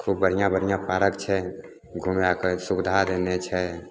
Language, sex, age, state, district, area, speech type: Maithili, male, 30-45, Bihar, Begusarai, rural, spontaneous